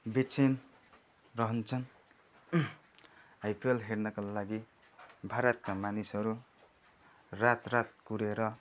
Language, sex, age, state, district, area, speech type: Nepali, male, 30-45, West Bengal, Kalimpong, rural, spontaneous